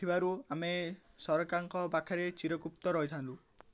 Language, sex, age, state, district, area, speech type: Odia, male, 18-30, Odisha, Ganjam, urban, spontaneous